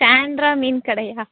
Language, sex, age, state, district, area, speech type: Tamil, female, 18-30, Tamil Nadu, Thoothukudi, rural, conversation